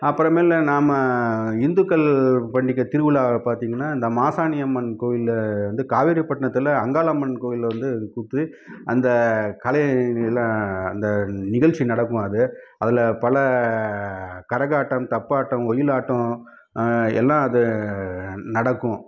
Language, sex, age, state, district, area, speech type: Tamil, male, 30-45, Tamil Nadu, Krishnagiri, urban, spontaneous